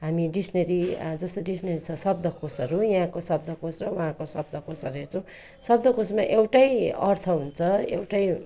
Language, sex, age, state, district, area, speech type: Nepali, female, 30-45, West Bengal, Darjeeling, rural, spontaneous